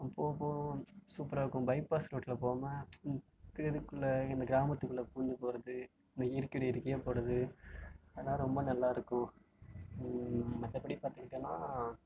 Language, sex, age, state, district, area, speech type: Tamil, male, 30-45, Tamil Nadu, Tiruvarur, urban, spontaneous